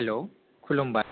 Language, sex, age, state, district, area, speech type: Bodo, male, 18-30, Assam, Kokrajhar, rural, conversation